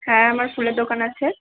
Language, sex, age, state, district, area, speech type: Bengali, female, 60+, West Bengal, Purba Bardhaman, urban, conversation